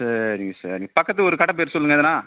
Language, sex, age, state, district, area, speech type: Tamil, male, 45-60, Tamil Nadu, Viluppuram, rural, conversation